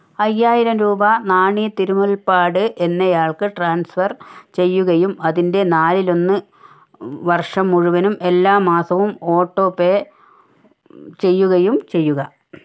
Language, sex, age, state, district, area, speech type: Malayalam, female, 45-60, Kerala, Wayanad, rural, read